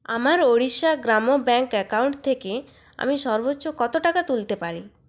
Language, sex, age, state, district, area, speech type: Bengali, female, 18-30, West Bengal, Purulia, rural, read